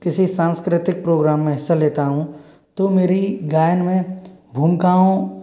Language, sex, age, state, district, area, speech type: Hindi, male, 45-60, Rajasthan, Karauli, rural, spontaneous